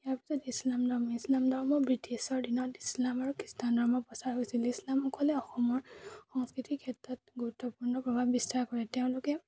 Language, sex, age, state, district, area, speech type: Assamese, female, 18-30, Assam, Majuli, urban, spontaneous